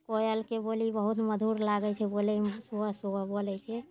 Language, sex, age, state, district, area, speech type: Maithili, female, 60+, Bihar, Araria, rural, spontaneous